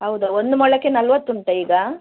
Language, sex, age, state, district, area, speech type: Kannada, female, 45-60, Karnataka, Udupi, rural, conversation